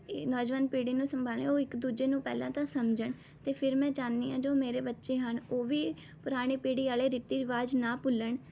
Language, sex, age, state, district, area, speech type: Punjabi, female, 18-30, Punjab, Rupnagar, urban, spontaneous